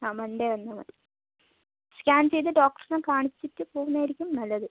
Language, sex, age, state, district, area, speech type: Malayalam, female, 45-60, Kerala, Kozhikode, urban, conversation